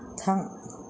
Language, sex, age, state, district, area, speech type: Bodo, female, 60+, Assam, Kokrajhar, rural, read